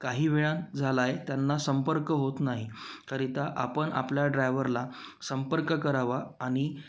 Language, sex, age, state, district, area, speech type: Marathi, male, 30-45, Maharashtra, Wardha, urban, spontaneous